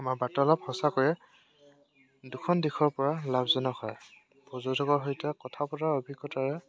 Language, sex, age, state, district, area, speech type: Assamese, male, 18-30, Assam, Dibrugarh, rural, spontaneous